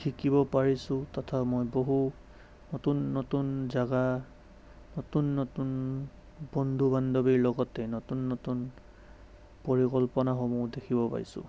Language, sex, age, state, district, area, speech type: Assamese, male, 30-45, Assam, Sonitpur, rural, spontaneous